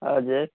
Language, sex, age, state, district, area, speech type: Nepali, male, 30-45, West Bengal, Kalimpong, rural, conversation